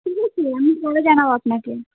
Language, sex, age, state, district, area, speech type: Bengali, female, 18-30, West Bengal, Darjeeling, urban, conversation